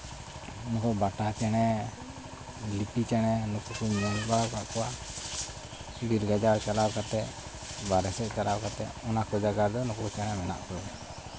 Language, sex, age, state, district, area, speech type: Santali, male, 45-60, West Bengal, Malda, rural, spontaneous